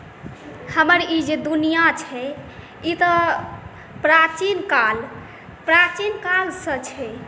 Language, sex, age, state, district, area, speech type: Maithili, female, 18-30, Bihar, Saharsa, rural, spontaneous